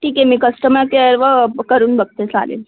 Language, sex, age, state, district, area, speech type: Marathi, female, 18-30, Maharashtra, Thane, urban, conversation